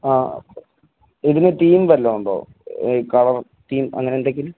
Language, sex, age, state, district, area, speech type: Malayalam, male, 18-30, Kerala, Kottayam, rural, conversation